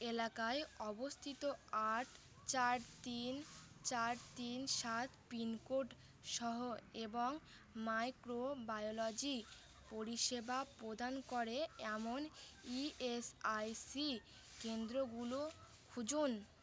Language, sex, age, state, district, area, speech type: Bengali, female, 18-30, West Bengal, Uttar Dinajpur, urban, read